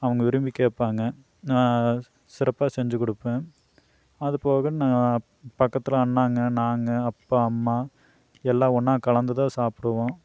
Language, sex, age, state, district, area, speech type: Tamil, male, 30-45, Tamil Nadu, Coimbatore, rural, spontaneous